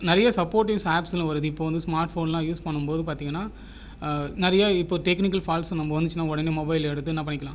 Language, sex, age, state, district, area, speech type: Tamil, male, 30-45, Tamil Nadu, Viluppuram, rural, spontaneous